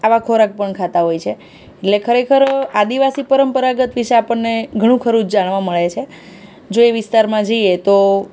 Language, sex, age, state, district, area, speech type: Gujarati, female, 30-45, Gujarat, Surat, urban, spontaneous